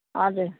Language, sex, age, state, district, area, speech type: Nepali, female, 30-45, West Bengal, Kalimpong, rural, conversation